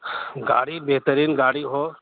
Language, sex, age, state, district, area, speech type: Urdu, male, 18-30, Bihar, Purnia, rural, conversation